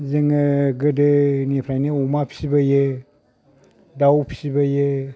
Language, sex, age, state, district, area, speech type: Bodo, male, 60+, Assam, Kokrajhar, urban, spontaneous